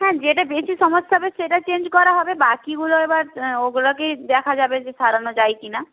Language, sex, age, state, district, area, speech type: Bengali, female, 18-30, West Bengal, Purba Medinipur, rural, conversation